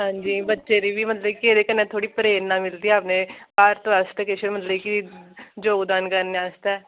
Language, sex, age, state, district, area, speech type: Dogri, female, 18-30, Jammu and Kashmir, Jammu, rural, conversation